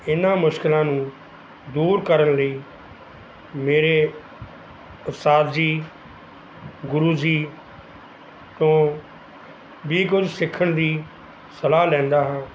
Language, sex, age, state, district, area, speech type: Punjabi, male, 45-60, Punjab, Mansa, urban, spontaneous